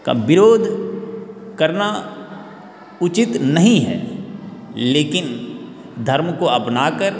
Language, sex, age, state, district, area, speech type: Hindi, male, 18-30, Bihar, Darbhanga, rural, spontaneous